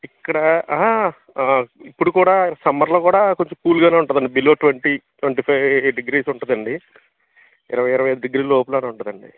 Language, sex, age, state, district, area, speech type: Telugu, male, 30-45, Andhra Pradesh, Alluri Sitarama Raju, urban, conversation